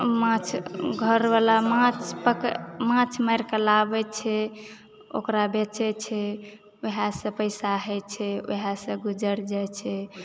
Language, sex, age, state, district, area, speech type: Maithili, female, 45-60, Bihar, Supaul, rural, spontaneous